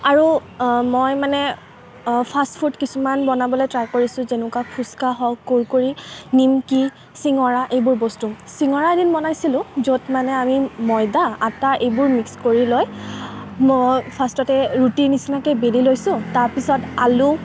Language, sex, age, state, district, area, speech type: Assamese, female, 18-30, Assam, Kamrup Metropolitan, urban, spontaneous